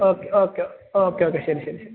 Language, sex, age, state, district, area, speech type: Malayalam, male, 30-45, Kerala, Malappuram, rural, conversation